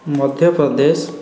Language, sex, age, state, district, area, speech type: Odia, male, 18-30, Odisha, Kendrapara, urban, spontaneous